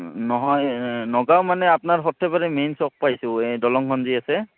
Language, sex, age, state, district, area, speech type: Assamese, male, 30-45, Assam, Barpeta, rural, conversation